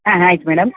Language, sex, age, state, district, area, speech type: Kannada, female, 30-45, Karnataka, Kodagu, rural, conversation